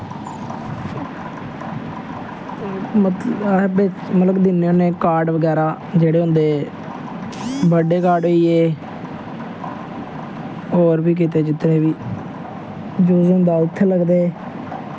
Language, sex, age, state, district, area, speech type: Dogri, male, 18-30, Jammu and Kashmir, Samba, rural, spontaneous